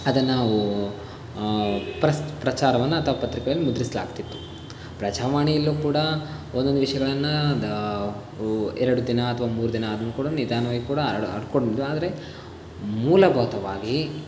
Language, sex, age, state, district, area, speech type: Kannada, male, 18-30, Karnataka, Davanagere, rural, spontaneous